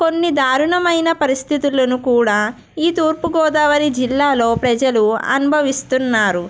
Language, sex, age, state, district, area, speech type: Telugu, female, 18-30, Andhra Pradesh, East Godavari, rural, spontaneous